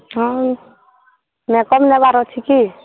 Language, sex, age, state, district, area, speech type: Odia, female, 18-30, Odisha, Balangir, urban, conversation